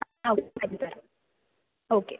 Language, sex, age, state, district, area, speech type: Malayalam, female, 18-30, Kerala, Palakkad, rural, conversation